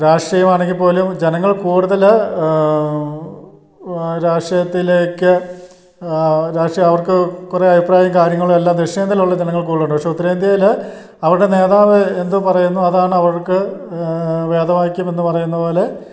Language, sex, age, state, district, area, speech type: Malayalam, male, 60+, Kerala, Idukki, rural, spontaneous